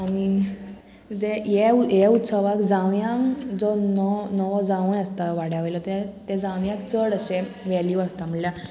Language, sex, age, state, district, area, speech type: Goan Konkani, female, 18-30, Goa, Murmgao, urban, spontaneous